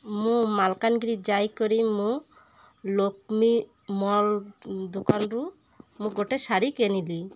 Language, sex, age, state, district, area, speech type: Odia, female, 30-45, Odisha, Malkangiri, urban, spontaneous